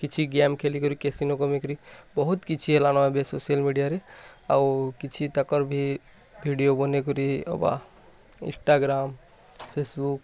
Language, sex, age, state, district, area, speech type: Odia, male, 18-30, Odisha, Bargarh, urban, spontaneous